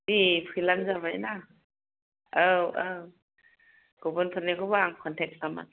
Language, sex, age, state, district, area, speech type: Bodo, female, 45-60, Assam, Chirang, rural, conversation